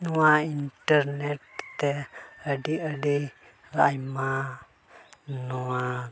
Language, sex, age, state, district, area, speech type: Santali, male, 18-30, Jharkhand, Pakur, rural, spontaneous